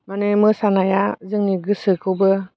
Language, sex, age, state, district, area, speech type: Bodo, female, 30-45, Assam, Baksa, rural, spontaneous